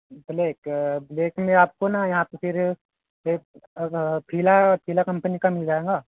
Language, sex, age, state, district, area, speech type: Hindi, male, 30-45, Madhya Pradesh, Balaghat, rural, conversation